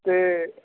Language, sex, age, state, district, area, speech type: Punjabi, male, 60+, Punjab, Bathinda, urban, conversation